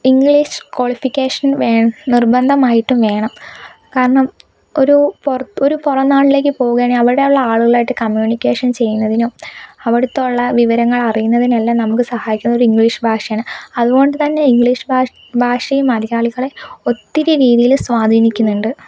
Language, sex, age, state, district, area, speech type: Malayalam, female, 18-30, Kerala, Kozhikode, urban, spontaneous